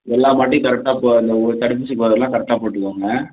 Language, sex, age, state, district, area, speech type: Tamil, male, 18-30, Tamil Nadu, Thanjavur, rural, conversation